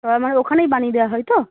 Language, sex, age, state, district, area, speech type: Bengali, female, 45-60, West Bengal, Darjeeling, urban, conversation